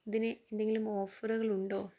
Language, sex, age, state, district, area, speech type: Malayalam, male, 45-60, Kerala, Kozhikode, urban, spontaneous